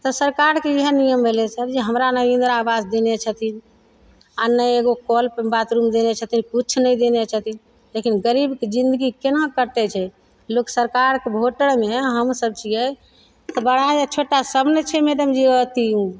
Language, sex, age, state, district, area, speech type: Maithili, female, 60+, Bihar, Begusarai, rural, spontaneous